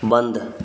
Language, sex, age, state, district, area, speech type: Hindi, male, 18-30, Bihar, Vaishali, rural, read